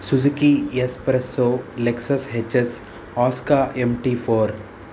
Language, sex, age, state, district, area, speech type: Telugu, male, 30-45, Telangana, Hyderabad, urban, spontaneous